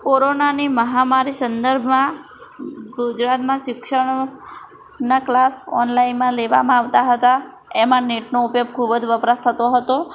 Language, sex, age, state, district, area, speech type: Gujarati, female, 18-30, Gujarat, Ahmedabad, urban, spontaneous